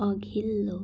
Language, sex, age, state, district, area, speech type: Nepali, female, 45-60, West Bengal, Darjeeling, rural, read